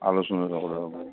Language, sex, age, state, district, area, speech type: Assamese, male, 60+, Assam, Udalguri, urban, conversation